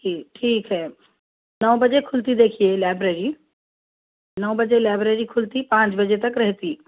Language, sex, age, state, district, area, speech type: Urdu, female, 30-45, Telangana, Hyderabad, urban, conversation